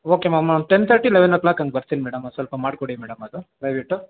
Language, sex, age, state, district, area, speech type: Kannada, male, 60+, Karnataka, Kolar, rural, conversation